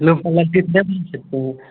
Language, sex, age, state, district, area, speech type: Hindi, male, 18-30, Bihar, Begusarai, rural, conversation